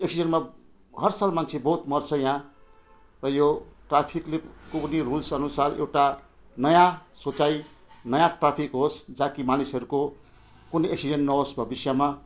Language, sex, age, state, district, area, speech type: Nepali, female, 60+, West Bengal, Jalpaiguri, rural, spontaneous